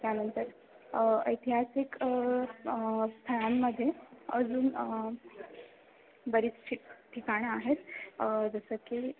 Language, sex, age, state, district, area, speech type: Marathi, female, 18-30, Maharashtra, Ratnagiri, rural, conversation